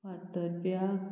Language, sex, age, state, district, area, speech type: Goan Konkani, female, 45-60, Goa, Murmgao, rural, spontaneous